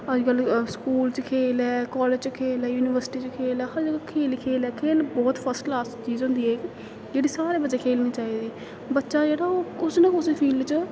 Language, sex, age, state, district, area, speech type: Dogri, female, 18-30, Jammu and Kashmir, Samba, rural, spontaneous